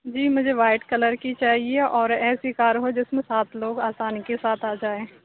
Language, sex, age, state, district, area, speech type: Urdu, female, 18-30, Uttar Pradesh, Aligarh, urban, conversation